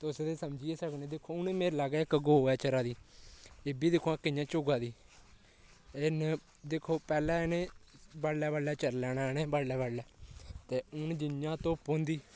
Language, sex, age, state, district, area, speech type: Dogri, male, 18-30, Jammu and Kashmir, Kathua, rural, spontaneous